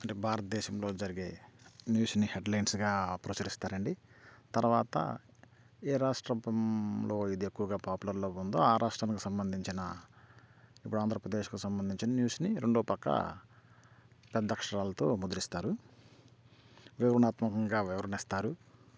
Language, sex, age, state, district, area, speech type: Telugu, male, 45-60, Andhra Pradesh, Bapatla, rural, spontaneous